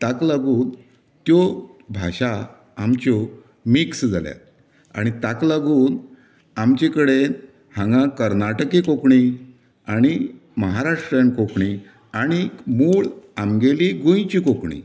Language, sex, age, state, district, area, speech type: Goan Konkani, male, 60+, Goa, Canacona, rural, spontaneous